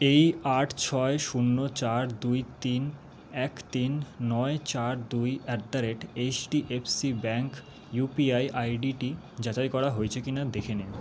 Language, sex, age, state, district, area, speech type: Bengali, male, 30-45, West Bengal, Paschim Bardhaman, urban, read